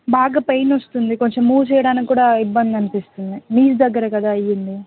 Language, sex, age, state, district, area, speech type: Telugu, female, 18-30, Telangana, Hyderabad, urban, conversation